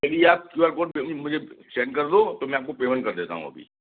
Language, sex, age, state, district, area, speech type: Hindi, male, 30-45, Madhya Pradesh, Gwalior, rural, conversation